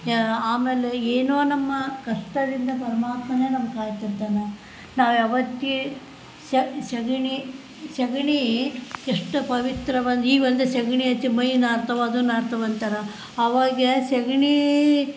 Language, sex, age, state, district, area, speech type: Kannada, female, 60+, Karnataka, Koppal, rural, spontaneous